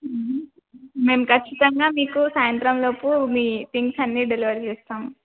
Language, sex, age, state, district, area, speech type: Telugu, female, 18-30, Telangana, Adilabad, rural, conversation